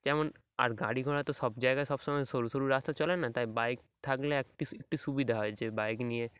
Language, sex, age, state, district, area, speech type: Bengali, male, 18-30, West Bengal, Dakshin Dinajpur, urban, spontaneous